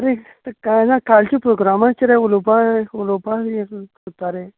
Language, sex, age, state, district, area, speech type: Goan Konkani, male, 30-45, Goa, Canacona, rural, conversation